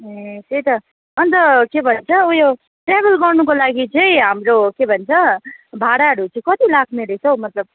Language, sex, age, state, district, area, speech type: Nepali, female, 18-30, West Bengal, Kalimpong, rural, conversation